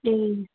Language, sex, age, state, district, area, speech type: Nepali, female, 18-30, West Bengal, Darjeeling, rural, conversation